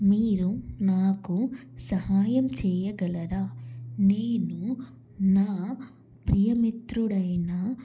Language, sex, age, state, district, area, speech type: Telugu, female, 18-30, Telangana, Karimnagar, urban, spontaneous